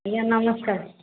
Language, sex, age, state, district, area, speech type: Odia, female, 45-60, Odisha, Jajpur, rural, conversation